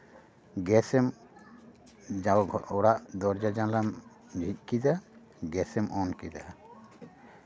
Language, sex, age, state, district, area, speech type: Santali, male, 60+, West Bengal, Paschim Bardhaman, urban, spontaneous